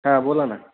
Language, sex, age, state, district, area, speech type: Marathi, male, 30-45, Maharashtra, Jalna, rural, conversation